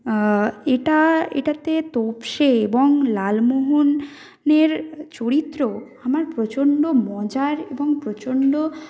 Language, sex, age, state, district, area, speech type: Bengali, other, 45-60, West Bengal, Purulia, rural, spontaneous